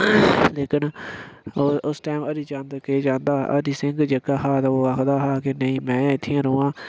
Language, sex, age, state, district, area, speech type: Dogri, male, 30-45, Jammu and Kashmir, Udhampur, rural, spontaneous